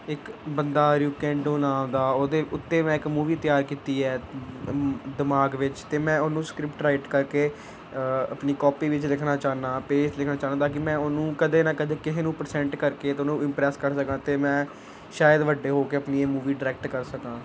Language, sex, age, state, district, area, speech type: Punjabi, male, 18-30, Punjab, Gurdaspur, urban, spontaneous